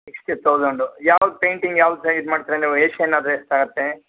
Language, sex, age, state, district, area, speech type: Kannada, male, 60+, Karnataka, Shimoga, urban, conversation